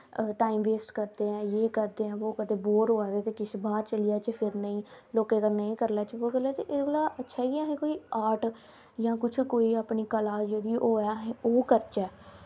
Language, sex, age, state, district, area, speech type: Dogri, female, 18-30, Jammu and Kashmir, Samba, rural, spontaneous